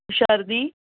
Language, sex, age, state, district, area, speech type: Gujarati, female, 30-45, Gujarat, Valsad, urban, conversation